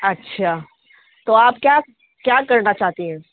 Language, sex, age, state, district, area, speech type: Urdu, female, 30-45, Uttar Pradesh, Muzaffarnagar, urban, conversation